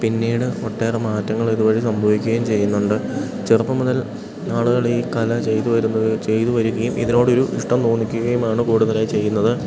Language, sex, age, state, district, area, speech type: Malayalam, male, 18-30, Kerala, Idukki, rural, spontaneous